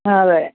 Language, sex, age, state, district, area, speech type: Malayalam, female, 45-60, Kerala, Kollam, rural, conversation